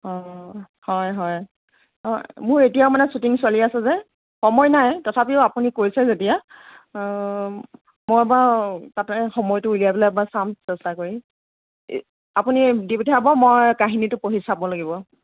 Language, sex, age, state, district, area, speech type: Assamese, female, 18-30, Assam, Nagaon, rural, conversation